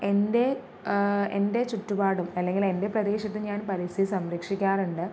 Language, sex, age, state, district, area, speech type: Malayalam, female, 18-30, Kerala, Palakkad, rural, spontaneous